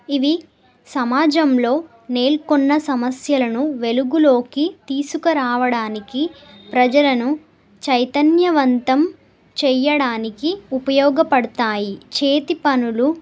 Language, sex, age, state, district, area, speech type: Telugu, female, 18-30, Telangana, Nagarkurnool, urban, spontaneous